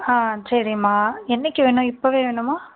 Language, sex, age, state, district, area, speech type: Tamil, female, 18-30, Tamil Nadu, Tiruvarur, rural, conversation